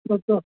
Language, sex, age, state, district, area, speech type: Hindi, male, 60+, Uttar Pradesh, Ayodhya, rural, conversation